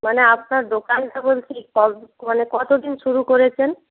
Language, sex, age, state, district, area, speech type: Bengali, female, 18-30, West Bengal, Purba Medinipur, rural, conversation